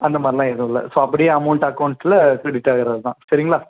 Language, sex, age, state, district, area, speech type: Tamil, male, 18-30, Tamil Nadu, Pudukkottai, rural, conversation